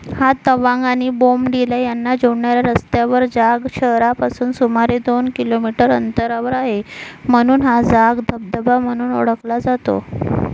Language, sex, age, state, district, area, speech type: Marathi, female, 30-45, Maharashtra, Nagpur, urban, read